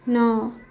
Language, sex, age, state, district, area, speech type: Odia, female, 30-45, Odisha, Subarnapur, urban, read